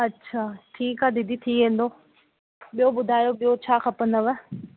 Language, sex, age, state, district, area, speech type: Sindhi, female, 18-30, Rajasthan, Ajmer, urban, conversation